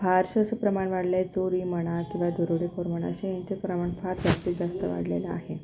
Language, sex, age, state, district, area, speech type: Marathi, female, 30-45, Maharashtra, Akola, urban, spontaneous